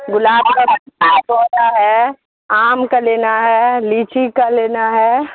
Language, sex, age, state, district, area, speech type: Urdu, female, 45-60, Bihar, Supaul, rural, conversation